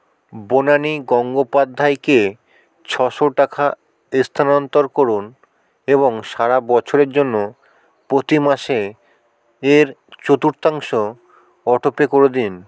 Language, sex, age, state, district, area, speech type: Bengali, male, 45-60, West Bengal, South 24 Parganas, rural, read